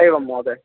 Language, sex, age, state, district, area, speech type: Sanskrit, male, 18-30, Karnataka, Uttara Kannada, rural, conversation